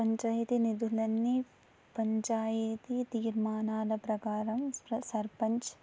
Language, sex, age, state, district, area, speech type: Telugu, female, 18-30, Andhra Pradesh, Anantapur, urban, spontaneous